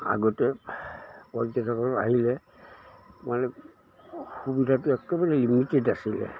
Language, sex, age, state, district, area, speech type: Assamese, male, 60+, Assam, Udalguri, rural, spontaneous